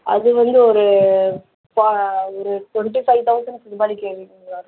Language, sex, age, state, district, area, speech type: Tamil, female, 18-30, Tamil Nadu, Madurai, urban, conversation